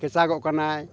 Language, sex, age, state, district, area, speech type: Santali, male, 45-60, Jharkhand, Bokaro, rural, spontaneous